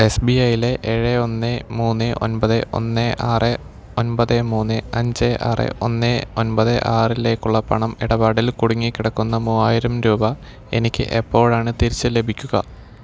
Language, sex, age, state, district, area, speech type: Malayalam, male, 18-30, Kerala, Palakkad, rural, read